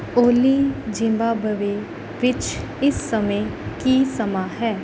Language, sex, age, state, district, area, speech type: Punjabi, female, 18-30, Punjab, Rupnagar, rural, read